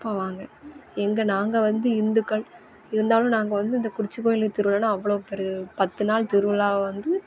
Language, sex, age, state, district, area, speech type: Tamil, female, 18-30, Tamil Nadu, Thoothukudi, urban, spontaneous